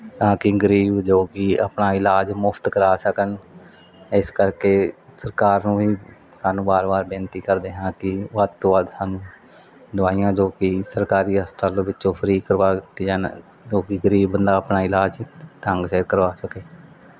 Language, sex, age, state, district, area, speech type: Punjabi, male, 30-45, Punjab, Mansa, urban, spontaneous